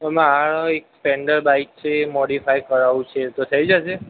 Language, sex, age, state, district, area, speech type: Gujarati, male, 60+, Gujarat, Aravalli, urban, conversation